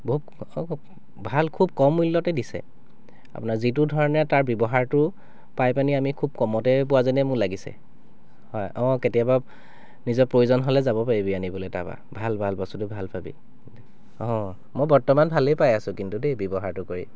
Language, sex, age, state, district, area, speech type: Assamese, male, 30-45, Assam, Sivasagar, urban, spontaneous